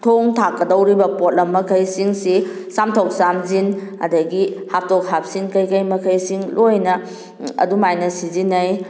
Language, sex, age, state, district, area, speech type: Manipuri, female, 30-45, Manipur, Kakching, rural, spontaneous